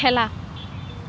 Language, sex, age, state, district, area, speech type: Assamese, female, 45-60, Assam, Morigaon, rural, read